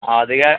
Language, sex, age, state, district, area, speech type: Malayalam, male, 30-45, Kerala, Palakkad, urban, conversation